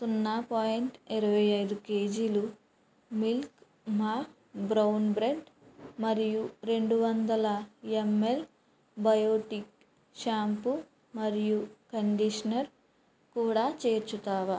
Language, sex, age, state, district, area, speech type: Telugu, female, 30-45, Andhra Pradesh, West Godavari, rural, read